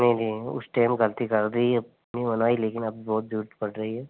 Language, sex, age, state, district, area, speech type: Hindi, male, 18-30, Rajasthan, Nagaur, rural, conversation